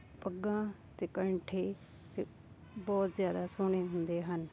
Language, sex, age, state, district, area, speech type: Punjabi, female, 18-30, Punjab, Fazilka, rural, spontaneous